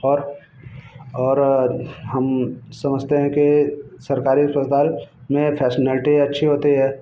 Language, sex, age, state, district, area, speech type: Hindi, male, 30-45, Uttar Pradesh, Mirzapur, urban, spontaneous